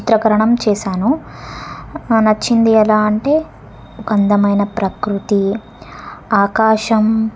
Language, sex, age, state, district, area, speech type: Telugu, female, 18-30, Telangana, Suryapet, urban, spontaneous